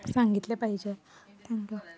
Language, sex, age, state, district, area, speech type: Marathi, female, 18-30, Maharashtra, Satara, urban, spontaneous